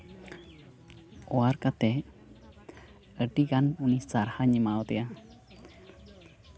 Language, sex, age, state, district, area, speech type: Santali, male, 18-30, West Bengal, Uttar Dinajpur, rural, spontaneous